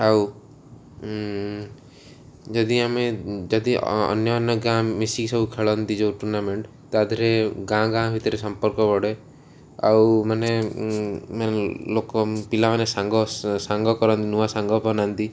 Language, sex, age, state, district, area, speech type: Odia, male, 45-60, Odisha, Rayagada, rural, spontaneous